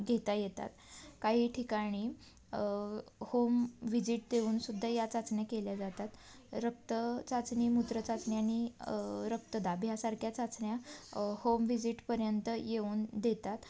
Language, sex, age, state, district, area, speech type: Marathi, female, 18-30, Maharashtra, Satara, urban, spontaneous